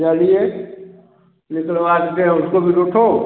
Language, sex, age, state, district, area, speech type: Hindi, male, 45-60, Uttar Pradesh, Chandauli, urban, conversation